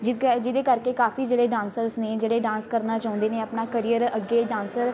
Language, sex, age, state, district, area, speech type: Punjabi, female, 18-30, Punjab, Patiala, rural, spontaneous